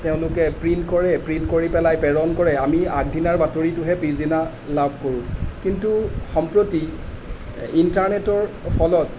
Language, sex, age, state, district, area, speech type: Assamese, male, 45-60, Assam, Charaideo, urban, spontaneous